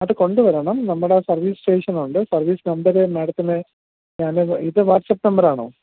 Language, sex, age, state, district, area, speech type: Malayalam, male, 30-45, Kerala, Thiruvananthapuram, urban, conversation